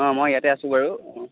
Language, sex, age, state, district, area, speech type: Assamese, male, 18-30, Assam, Sivasagar, rural, conversation